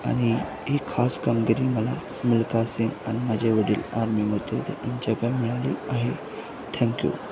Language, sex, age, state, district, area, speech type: Marathi, male, 18-30, Maharashtra, Sangli, urban, spontaneous